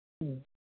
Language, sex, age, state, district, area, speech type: Manipuri, male, 60+, Manipur, Kangpokpi, urban, conversation